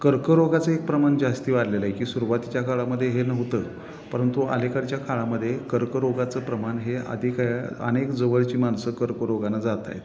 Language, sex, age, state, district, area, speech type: Marathi, male, 45-60, Maharashtra, Satara, urban, spontaneous